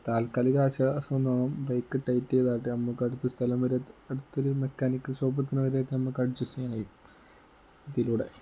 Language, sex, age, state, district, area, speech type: Malayalam, male, 18-30, Kerala, Kozhikode, rural, spontaneous